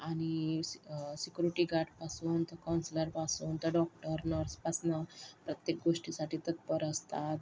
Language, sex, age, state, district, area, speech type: Marathi, female, 45-60, Maharashtra, Yavatmal, rural, spontaneous